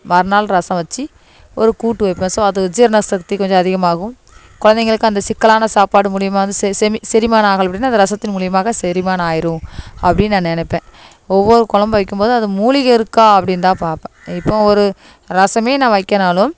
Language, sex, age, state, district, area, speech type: Tamil, female, 30-45, Tamil Nadu, Thoothukudi, urban, spontaneous